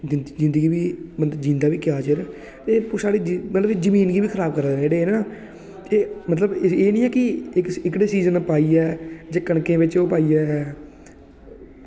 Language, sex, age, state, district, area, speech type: Dogri, male, 18-30, Jammu and Kashmir, Samba, rural, spontaneous